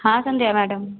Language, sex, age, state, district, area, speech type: Hindi, female, 30-45, Uttar Pradesh, Prayagraj, rural, conversation